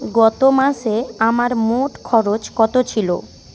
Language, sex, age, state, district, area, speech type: Bengali, female, 18-30, West Bengal, Paschim Medinipur, rural, read